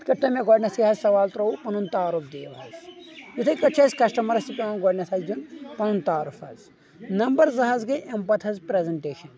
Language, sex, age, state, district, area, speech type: Kashmiri, male, 30-45, Jammu and Kashmir, Kulgam, rural, spontaneous